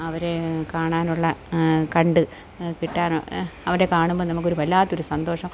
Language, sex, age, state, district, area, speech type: Malayalam, female, 45-60, Kerala, Kottayam, urban, spontaneous